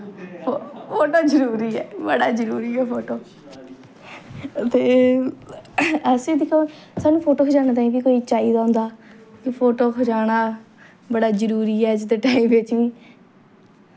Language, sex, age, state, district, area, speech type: Dogri, female, 18-30, Jammu and Kashmir, Jammu, rural, spontaneous